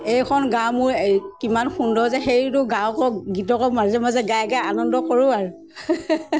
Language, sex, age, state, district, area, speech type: Assamese, female, 60+, Assam, Morigaon, rural, spontaneous